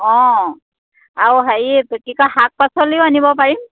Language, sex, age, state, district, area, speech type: Assamese, female, 30-45, Assam, Sivasagar, rural, conversation